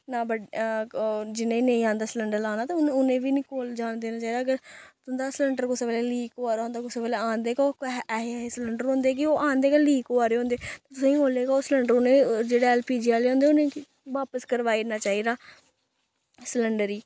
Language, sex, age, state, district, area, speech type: Dogri, female, 18-30, Jammu and Kashmir, Samba, rural, spontaneous